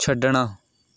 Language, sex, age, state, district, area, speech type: Punjabi, male, 18-30, Punjab, Mohali, rural, read